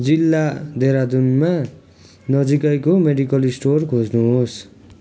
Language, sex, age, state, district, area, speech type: Nepali, male, 18-30, West Bengal, Darjeeling, rural, read